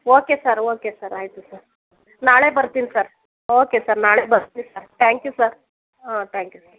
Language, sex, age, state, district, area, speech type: Kannada, female, 30-45, Karnataka, Mysore, rural, conversation